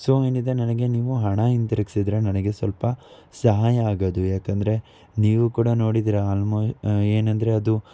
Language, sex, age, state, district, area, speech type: Kannada, male, 18-30, Karnataka, Davanagere, rural, spontaneous